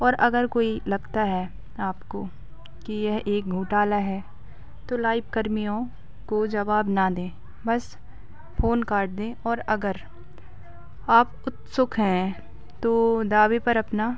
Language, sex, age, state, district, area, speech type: Hindi, female, 18-30, Madhya Pradesh, Narsinghpur, rural, spontaneous